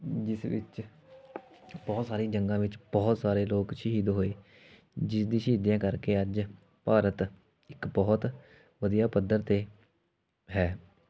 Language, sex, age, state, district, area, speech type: Punjabi, male, 18-30, Punjab, Fatehgarh Sahib, rural, spontaneous